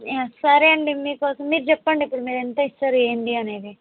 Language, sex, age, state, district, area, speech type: Telugu, other, 18-30, Telangana, Mahbubnagar, rural, conversation